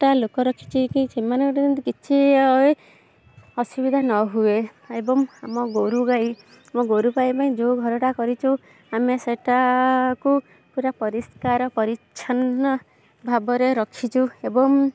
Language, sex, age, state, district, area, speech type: Odia, female, 30-45, Odisha, Kendujhar, urban, spontaneous